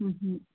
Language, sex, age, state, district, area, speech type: Manipuri, female, 45-60, Manipur, Kangpokpi, urban, conversation